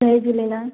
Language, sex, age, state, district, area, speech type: Sindhi, female, 18-30, Gujarat, Surat, urban, conversation